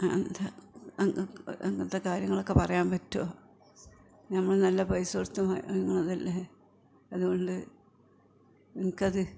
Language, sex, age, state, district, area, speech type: Malayalam, female, 60+, Kerala, Malappuram, rural, spontaneous